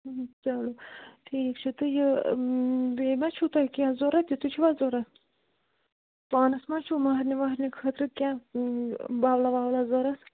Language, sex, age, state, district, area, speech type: Kashmiri, female, 45-60, Jammu and Kashmir, Bandipora, rural, conversation